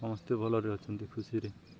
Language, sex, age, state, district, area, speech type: Odia, male, 30-45, Odisha, Nuapada, urban, spontaneous